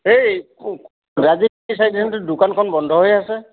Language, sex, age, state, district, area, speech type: Assamese, male, 60+, Assam, Biswanath, rural, conversation